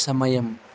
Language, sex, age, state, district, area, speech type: Telugu, male, 18-30, Andhra Pradesh, Anantapur, urban, read